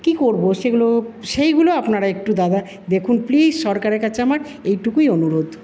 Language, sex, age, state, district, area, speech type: Bengali, female, 45-60, West Bengal, Paschim Bardhaman, urban, spontaneous